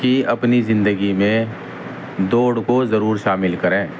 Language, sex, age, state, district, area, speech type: Urdu, male, 30-45, Uttar Pradesh, Muzaffarnagar, rural, spontaneous